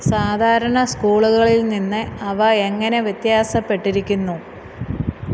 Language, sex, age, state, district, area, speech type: Malayalam, female, 45-60, Kerala, Alappuzha, rural, read